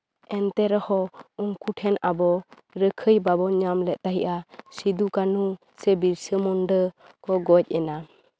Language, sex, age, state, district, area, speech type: Santali, female, 18-30, West Bengal, Bankura, rural, spontaneous